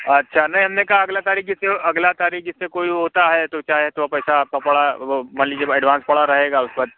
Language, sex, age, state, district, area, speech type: Hindi, male, 45-60, Uttar Pradesh, Mirzapur, urban, conversation